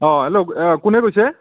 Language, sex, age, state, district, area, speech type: Assamese, male, 60+, Assam, Barpeta, rural, conversation